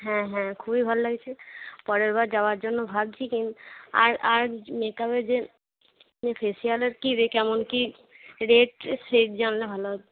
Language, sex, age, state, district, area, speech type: Bengali, female, 18-30, West Bengal, Cooch Behar, rural, conversation